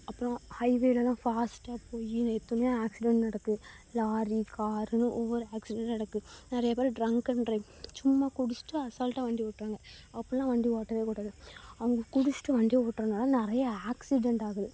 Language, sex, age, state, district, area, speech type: Tamil, female, 18-30, Tamil Nadu, Thoothukudi, rural, spontaneous